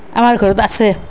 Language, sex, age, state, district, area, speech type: Assamese, female, 45-60, Assam, Nalbari, rural, spontaneous